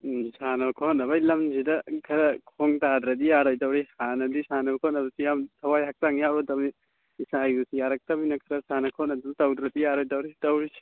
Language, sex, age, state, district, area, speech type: Manipuri, male, 18-30, Manipur, Kangpokpi, urban, conversation